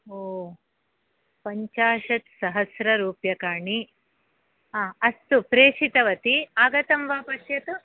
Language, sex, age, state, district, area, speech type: Sanskrit, female, 60+, Karnataka, Bangalore Urban, urban, conversation